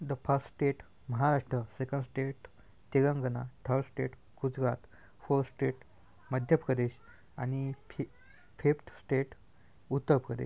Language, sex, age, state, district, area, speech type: Marathi, male, 18-30, Maharashtra, Washim, urban, spontaneous